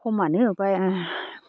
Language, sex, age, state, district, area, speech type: Bodo, female, 30-45, Assam, Baksa, rural, spontaneous